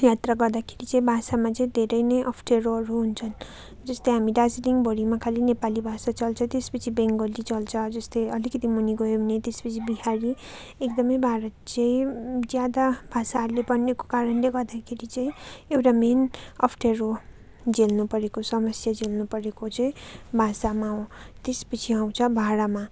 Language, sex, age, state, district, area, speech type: Nepali, female, 18-30, West Bengal, Darjeeling, rural, spontaneous